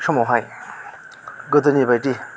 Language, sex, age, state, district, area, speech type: Bodo, male, 30-45, Assam, Chirang, rural, spontaneous